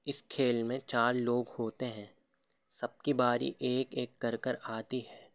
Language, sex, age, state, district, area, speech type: Urdu, male, 18-30, Delhi, Central Delhi, urban, spontaneous